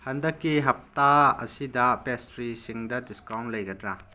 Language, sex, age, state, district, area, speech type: Manipuri, male, 30-45, Manipur, Tengnoupal, rural, read